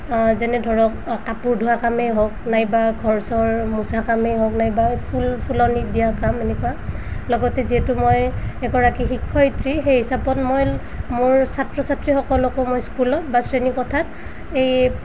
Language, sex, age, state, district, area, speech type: Assamese, female, 30-45, Assam, Nalbari, rural, spontaneous